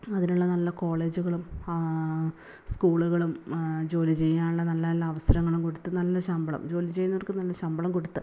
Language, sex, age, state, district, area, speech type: Malayalam, female, 30-45, Kerala, Malappuram, rural, spontaneous